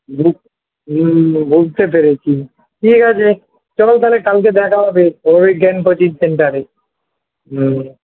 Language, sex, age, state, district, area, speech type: Bengali, male, 18-30, West Bengal, South 24 Parganas, urban, conversation